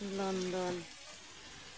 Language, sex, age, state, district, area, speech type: Santali, female, 30-45, West Bengal, Birbhum, rural, spontaneous